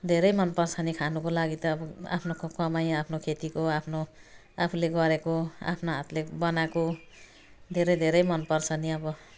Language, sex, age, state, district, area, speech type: Nepali, female, 60+, West Bengal, Jalpaiguri, urban, spontaneous